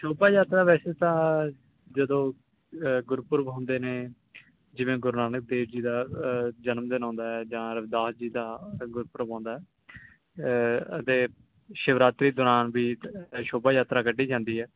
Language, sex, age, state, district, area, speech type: Punjabi, male, 18-30, Punjab, Hoshiarpur, urban, conversation